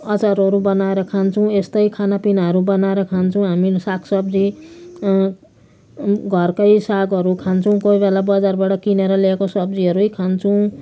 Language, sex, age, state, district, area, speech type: Nepali, female, 60+, West Bengal, Jalpaiguri, urban, spontaneous